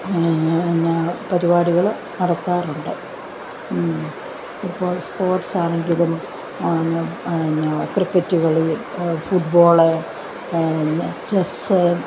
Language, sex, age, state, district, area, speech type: Malayalam, female, 45-60, Kerala, Alappuzha, urban, spontaneous